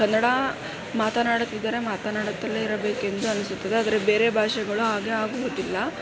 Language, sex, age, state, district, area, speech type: Kannada, female, 18-30, Karnataka, Davanagere, rural, spontaneous